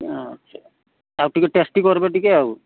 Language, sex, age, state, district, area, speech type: Odia, male, 45-60, Odisha, Sundergarh, rural, conversation